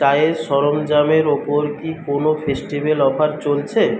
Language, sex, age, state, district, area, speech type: Bengali, male, 18-30, West Bengal, Paschim Medinipur, rural, read